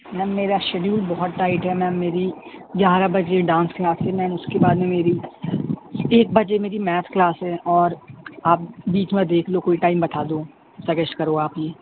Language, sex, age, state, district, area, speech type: Urdu, male, 18-30, Uttar Pradesh, Shahjahanpur, urban, conversation